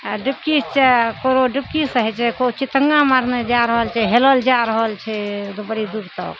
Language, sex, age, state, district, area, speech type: Maithili, female, 60+, Bihar, Araria, rural, spontaneous